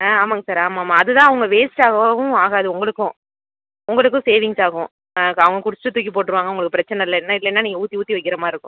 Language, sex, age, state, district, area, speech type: Tamil, female, 30-45, Tamil Nadu, Cuddalore, rural, conversation